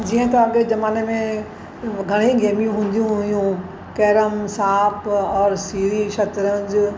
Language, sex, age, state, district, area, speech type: Sindhi, female, 60+, Maharashtra, Mumbai Suburban, urban, spontaneous